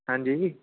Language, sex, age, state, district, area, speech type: Punjabi, male, 30-45, Punjab, Kapurthala, rural, conversation